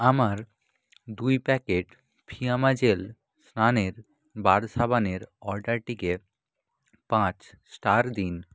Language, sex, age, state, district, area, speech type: Bengali, male, 18-30, West Bengal, North 24 Parganas, rural, read